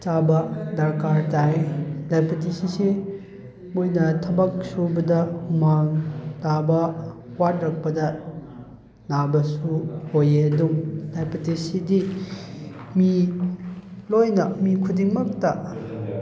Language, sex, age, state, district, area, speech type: Manipuri, male, 18-30, Manipur, Chandel, rural, spontaneous